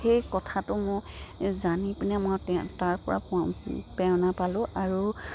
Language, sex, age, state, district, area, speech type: Assamese, female, 45-60, Assam, Dibrugarh, rural, spontaneous